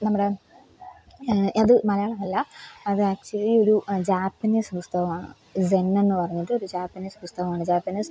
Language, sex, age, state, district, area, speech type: Malayalam, female, 18-30, Kerala, Pathanamthitta, urban, spontaneous